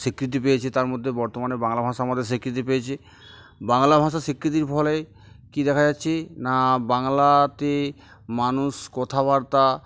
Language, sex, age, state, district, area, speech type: Bengali, male, 45-60, West Bengal, Uttar Dinajpur, urban, spontaneous